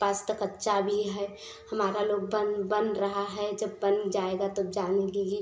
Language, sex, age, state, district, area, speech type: Hindi, female, 18-30, Uttar Pradesh, Prayagraj, rural, spontaneous